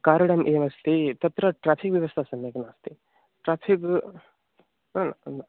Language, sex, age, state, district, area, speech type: Sanskrit, male, 18-30, Uttar Pradesh, Mirzapur, rural, conversation